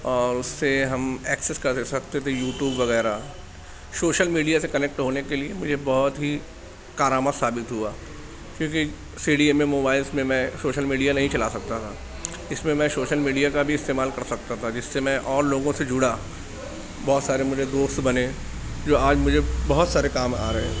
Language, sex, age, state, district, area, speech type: Urdu, male, 45-60, Maharashtra, Nashik, urban, spontaneous